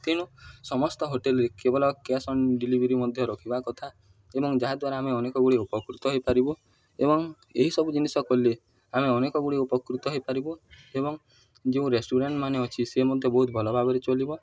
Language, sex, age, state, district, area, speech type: Odia, male, 18-30, Odisha, Nuapada, urban, spontaneous